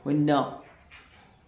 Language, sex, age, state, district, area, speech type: Assamese, male, 30-45, Assam, Charaideo, urban, read